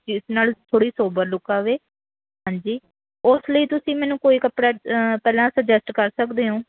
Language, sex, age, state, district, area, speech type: Punjabi, female, 18-30, Punjab, Mohali, urban, conversation